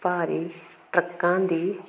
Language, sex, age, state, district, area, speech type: Punjabi, female, 45-60, Punjab, Hoshiarpur, rural, read